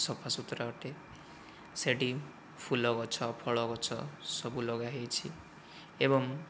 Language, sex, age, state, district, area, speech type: Odia, male, 45-60, Odisha, Kandhamal, rural, spontaneous